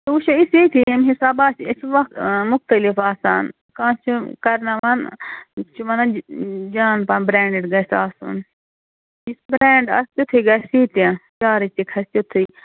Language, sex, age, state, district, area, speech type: Kashmiri, female, 30-45, Jammu and Kashmir, Srinagar, urban, conversation